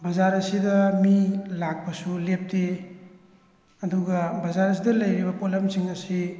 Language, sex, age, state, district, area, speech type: Manipuri, male, 18-30, Manipur, Thoubal, rural, spontaneous